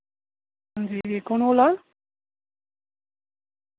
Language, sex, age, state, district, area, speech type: Dogri, male, 18-30, Jammu and Kashmir, Reasi, rural, conversation